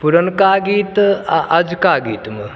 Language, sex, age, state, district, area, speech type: Maithili, male, 30-45, Bihar, Begusarai, urban, spontaneous